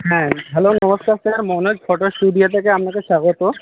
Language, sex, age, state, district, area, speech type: Bengali, male, 60+, West Bengal, Jhargram, rural, conversation